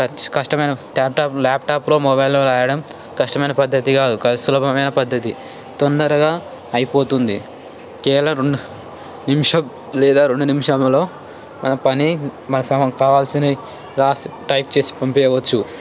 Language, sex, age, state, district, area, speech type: Telugu, male, 18-30, Telangana, Ranga Reddy, urban, spontaneous